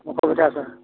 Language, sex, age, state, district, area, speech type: Assamese, male, 30-45, Assam, Majuli, urban, conversation